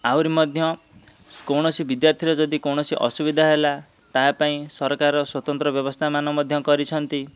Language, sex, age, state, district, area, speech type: Odia, male, 30-45, Odisha, Dhenkanal, rural, spontaneous